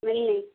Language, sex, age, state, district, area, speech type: Odia, female, 45-60, Odisha, Gajapati, rural, conversation